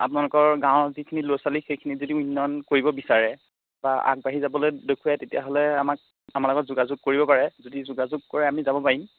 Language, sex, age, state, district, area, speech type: Assamese, male, 30-45, Assam, Majuli, urban, conversation